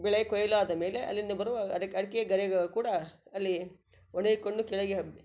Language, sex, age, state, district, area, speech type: Kannada, female, 60+, Karnataka, Shimoga, rural, spontaneous